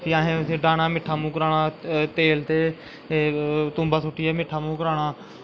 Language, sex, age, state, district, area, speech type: Dogri, male, 18-30, Jammu and Kashmir, Kathua, rural, spontaneous